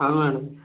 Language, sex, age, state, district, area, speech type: Marathi, male, 18-30, Maharashtra, Hingoli, urban, conversation